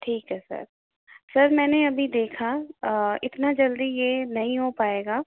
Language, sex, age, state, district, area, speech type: Hindi, female, 18-30, Rajasthan, Jaipur, urban, conversation